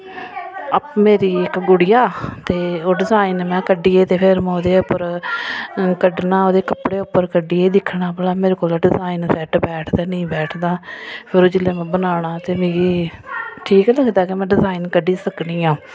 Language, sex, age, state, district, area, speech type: Dogri, female, 30-45, Jammu and Kashmir, Samba, urban, spontaneous